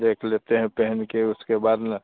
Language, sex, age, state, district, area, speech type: Hindi, male, 45-60, Bihar, Muzaffarpur, urban, conversation